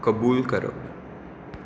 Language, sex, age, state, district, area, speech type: Goan Konkani, male, 18-30, Goa, Tiswadi, rural, read